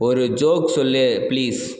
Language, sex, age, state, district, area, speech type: Tamil, male, 30-45, Tamil Nadu, Cuddalore, rural, read